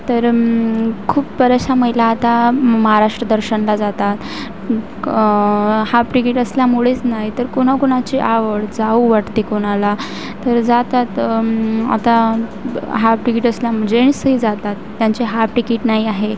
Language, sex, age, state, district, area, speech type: Marathi, female, 18-30, Maharashtra, Wardha, rural, spontaneous